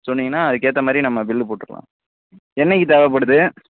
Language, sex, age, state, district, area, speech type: Tamil, male, 18-30, Tamil Nadu, Tiruvarur, urban, conversation